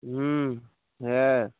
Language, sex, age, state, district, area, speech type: Bengali, male, 18-30, West Bengal, Dakshin Dinajpur, urban, conversation